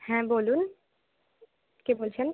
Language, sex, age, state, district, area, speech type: Bengali, female, 18-30, West Bengal, Bankura, urban, conversation